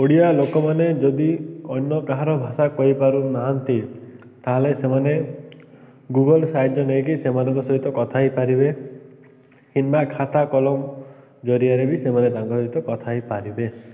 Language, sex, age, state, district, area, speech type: Odia, male, 18-30, Odisha, Malkangiri, urban, spontaneous